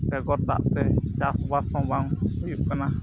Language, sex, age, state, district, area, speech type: Santali, male, 18-30, Jharkhand, Pakur, rural, spontaneous